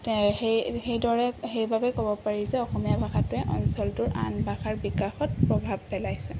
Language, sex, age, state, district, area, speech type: Assamese, female, 18-30, Assam, Sonitpur, urban, spontaneous